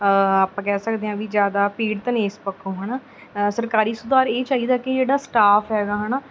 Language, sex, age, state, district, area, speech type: Punjabi, female, 30-45, Punjab, Mansa, urban, spontaneous